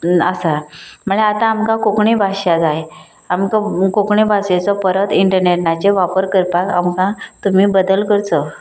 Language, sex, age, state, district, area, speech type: Goan Konkani, female, 30-45, Goa, Canacona, rural, spontaneous